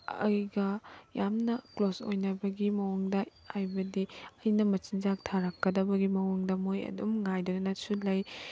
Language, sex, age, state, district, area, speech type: Manipuri, female, 18-30, Manipur, Tengnoupal, rural, spontaneous